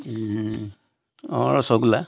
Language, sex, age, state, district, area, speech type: Assamese, male, 45-60, Assam, Jorhat, urban, spontaneous